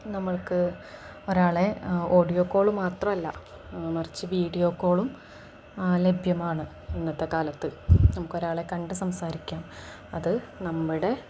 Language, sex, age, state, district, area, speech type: Malayalam, female, 18-30, Kerala, Palakkad, rural, spontaneous